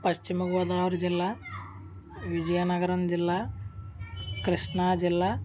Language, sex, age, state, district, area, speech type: Telugu, male, 18-30, Andhra Pradesh, Konaseema, rural, spontaneous